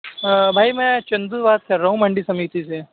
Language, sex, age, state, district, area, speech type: Urdu, male, 60+, Uttar Pradesh, Shahjahanpur, rural, conversation